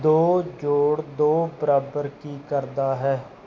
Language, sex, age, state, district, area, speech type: Punjabi, male, 30-45, Punjab, Barnala, rural, read